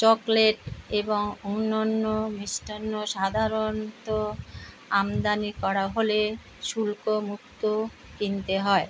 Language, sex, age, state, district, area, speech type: Bengali, female, 60+, West Bengal, Kolkata, urban, read